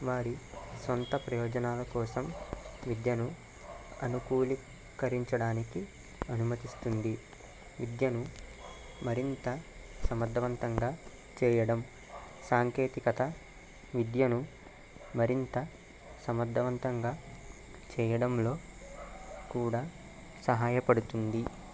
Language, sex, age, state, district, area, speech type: Telugu, male, 45-60, Andhra Pradesh, Eluru, urban, spontaneous